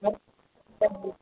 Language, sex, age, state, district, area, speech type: Hindi, female, 30-45, Madhya Pradesh, Gwalior, rural, conversation